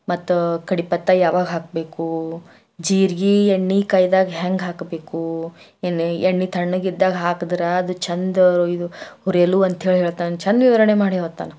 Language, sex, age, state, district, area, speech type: Kannada, female, 45-60, Karnataka, Bidar, urban, spontaneous